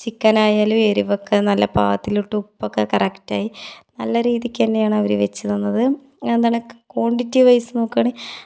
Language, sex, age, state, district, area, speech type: Malayalam, female, 18-30, Kerala, Palakkad, urban, spontaneous